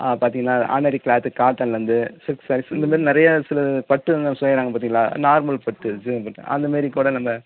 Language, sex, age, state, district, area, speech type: Tamil, male, 60+, Tamil Nadu, Tenkasi, urban, conversation